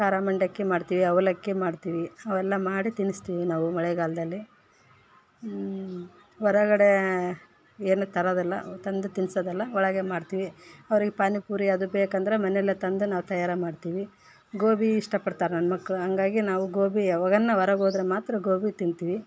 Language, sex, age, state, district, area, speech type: Kannada, female, 30-45, Karnataka, Vijayanagara, rural, spontaneous